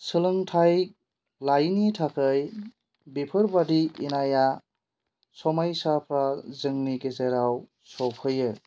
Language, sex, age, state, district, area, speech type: Bodo, male, 18-30, Assam, Chirang, rural, spontaneous